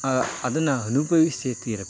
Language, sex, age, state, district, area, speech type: Kannada, male, 18-30, Karnataka, Chamarajanagar, rural, spontaneous